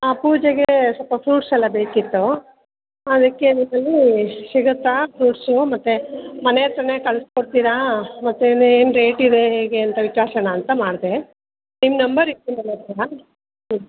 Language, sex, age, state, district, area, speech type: Kannada, female, 60+, Karnataka, Mandya, rural, conversation